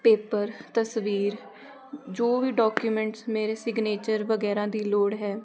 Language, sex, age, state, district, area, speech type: Punjabi, female, 18-30, Punjab, Jalandhar, urban, spontaneous